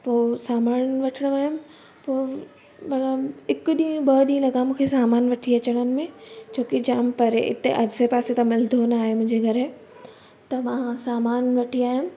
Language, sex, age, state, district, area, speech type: Sindhi, female, 18-30, Gujarat, Surat, urban, spontaneous